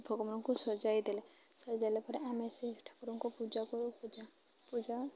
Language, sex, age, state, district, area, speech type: Odia, female, 18-30, Odisha, Malkangiri, urban, spontaneous